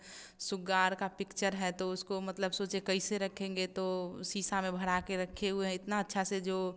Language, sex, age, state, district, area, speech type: Hindi, female, 18-30, Bihar, Samastipur, rural, spontaneous